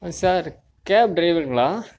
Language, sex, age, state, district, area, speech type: Tamil, male, 45-60, Tamil Nadu, Mayiladuthurai, rural, spontaneous